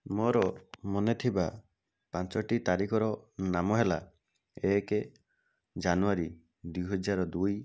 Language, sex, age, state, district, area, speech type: Odia, male, 60+, Odisha, Bhadrak, rural, spontaneous